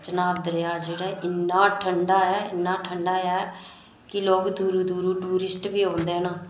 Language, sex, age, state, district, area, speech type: Dogri, female, 30-45, Jammu and Kashmir, Reasi, rural, spontaneous